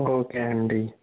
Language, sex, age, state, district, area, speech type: Telugu, female, 45-60, Andhra Pradesh, Kadapa, rural, conversation